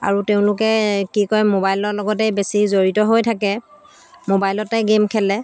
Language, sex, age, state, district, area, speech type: Assamese, female, 45-60, Assam, Dhemaji, rural, spontaneous